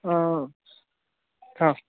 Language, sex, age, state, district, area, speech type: Kannada, male, 18-30, Karnataka, Chamarajanagar, rural, conversation